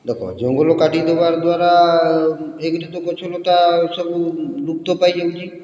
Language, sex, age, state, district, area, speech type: Odia, male, 60+, Odisha, Boudh, rural, spontaneous